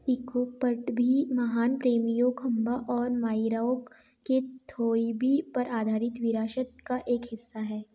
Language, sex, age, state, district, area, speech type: Hindi, female, 18-30, Madhya Pradesh, Ujjain, urban, read